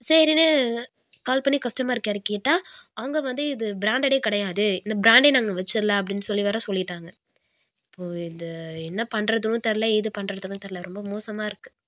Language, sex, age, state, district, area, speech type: Tamil, female, 18-30, Tamil Nadu, Nagapattinam, rural, spontaneous